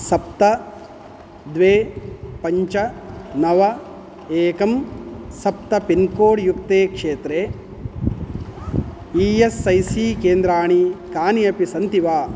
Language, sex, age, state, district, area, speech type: Sanskrit, male, 45-60, Karnataka, Udupi, urban, read